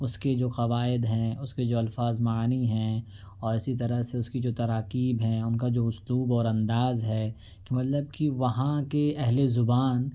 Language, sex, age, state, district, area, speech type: Urdu, male, 18-30, Uttar Pradesh, Ghaziabad, urban, spontaneous